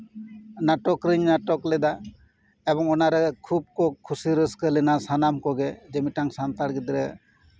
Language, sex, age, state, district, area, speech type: Santali, male, 45-60, West Bengal, Paschim Bardhaman, urban, spontaneous